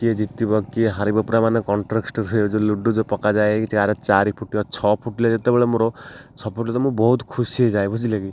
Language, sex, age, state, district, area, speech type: Odia, male, 18-30, Odisha, Ganjam, urban, spontaneous